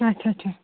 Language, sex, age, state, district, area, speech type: Kashmiri, female, 18-30, Jammu and Kashmir, Pulwama, urban, conversation